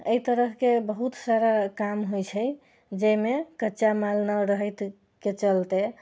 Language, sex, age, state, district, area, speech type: Maithili, female, 60+, Bihar, Sitamarhi, urban, spontaneous